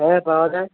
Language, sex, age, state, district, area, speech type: Bengali, male, 18-30, West Bengal, Alipurduar, rural, conversation